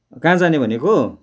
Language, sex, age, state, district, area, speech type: Nepali, male, 60+, West Bengal, Darjeeling, rural, spontaneous